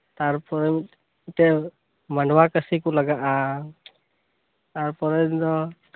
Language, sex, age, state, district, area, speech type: Santali, male, 18-30, West Bengal, Birbhum, rural, conversation